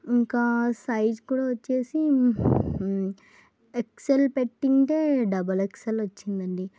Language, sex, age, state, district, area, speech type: Telugu, female, 18-30, Andhra Pradesh, Nandyal, urban, spontaneous